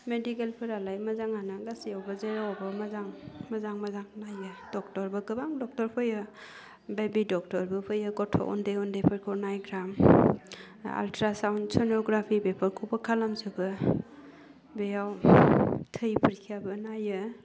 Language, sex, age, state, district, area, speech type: Bodo, female, 30-45, Assam, Udalguri, urban, spontaneous